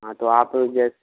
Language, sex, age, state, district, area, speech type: Hindi, male, 60+, Rajasthan, Karauli, rural, conversation